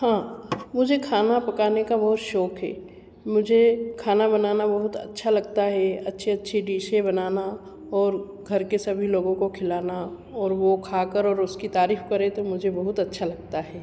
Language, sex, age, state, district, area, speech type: Hindi, female, 60+, Madhya Pradesh, Ujjain, urban, spontaneous